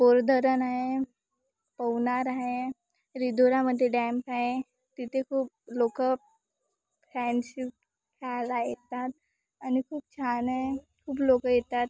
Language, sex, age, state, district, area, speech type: Marathi, female, 18-30, Maharashtra, Wardha, rural, spontaneous